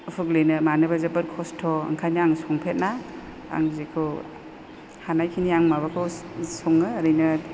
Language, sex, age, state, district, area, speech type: Bodo, female, 60+, Assam, Chirang, rural, spontaneous